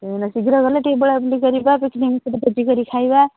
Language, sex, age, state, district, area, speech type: Odia, female, 45-60, Odisha, Kendrapara, urban, conversation